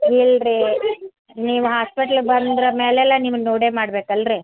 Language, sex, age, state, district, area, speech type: Kannada, female, 60+, Karnataka, Belgaum, rural, conversation